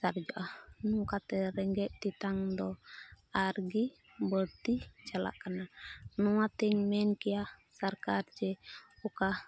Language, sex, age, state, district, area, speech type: Santali, female, 30-45, Jharkhand, Pakur, rural, spontaneous